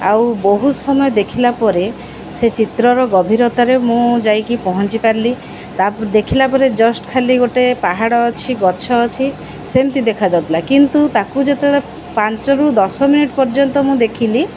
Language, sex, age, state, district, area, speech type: Odia, female, 45-60, Odisha, Sundergarh, urban, spontaneous